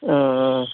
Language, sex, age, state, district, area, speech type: Assamese, male, 60+, Assam, Golaghat, rural, conversation